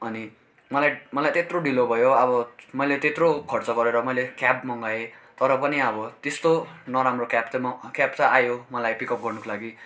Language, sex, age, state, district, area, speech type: Nepali, male, 18-30, West Bengal, Darjeeling, rural, spontaneous